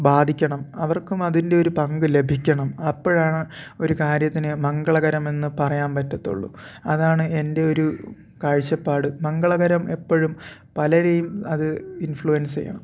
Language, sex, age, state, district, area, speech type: Malayalam, male, 18-30, Kerala, Thiruvananthapuram, rural, spontaneous